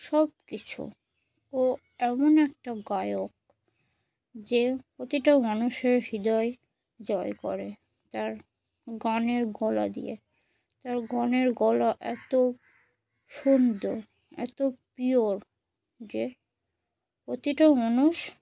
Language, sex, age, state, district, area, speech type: Bengali, female, 18-30, West Bengal, Murshidabad, urban, spontaneous